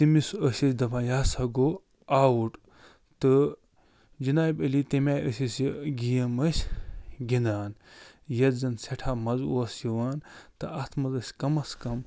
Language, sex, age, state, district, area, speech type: Kashmiri, male, 45-60, Jammu and Kashmir, Budgam, rural, spontaneous